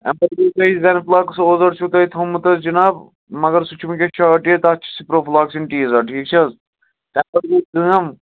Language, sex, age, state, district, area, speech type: Kashmiri, male, 30-45, Jammu and Kashmir, Srinagar, urban, conversation